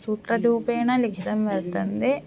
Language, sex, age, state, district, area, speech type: Sanskrit, female, 18-30, Kerala, Thiruvananthapuram, urban, spontaneous